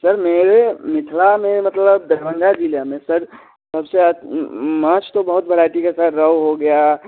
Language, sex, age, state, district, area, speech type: Hindi, male, 30-45, Bihar, Darbhanga, rural, conversation